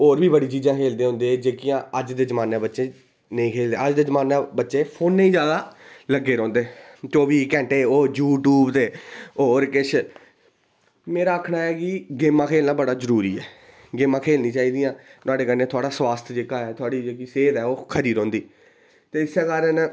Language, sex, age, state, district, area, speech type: Dogri, male, 18-30, Jammu and Kashmir, Reasi, rural, spontaneous